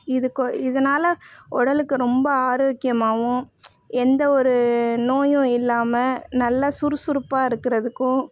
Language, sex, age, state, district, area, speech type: Tamil, female, 30-45, Tamil Nadu, Chennai, urban, spontaneous